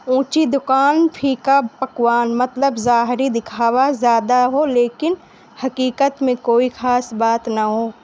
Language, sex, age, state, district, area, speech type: Urdu, female, 18-30, Uttar Pradesh, Balrampur, rural, spontaneous